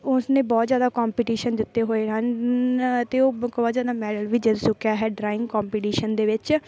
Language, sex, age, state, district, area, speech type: Punjabi, female, 18-30, Punjab, Bathinda, rural, spontaneous